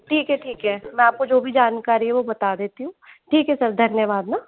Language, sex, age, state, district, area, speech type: Hindi, female, 45-60, Rajasthan, Jaipur, urban, conversation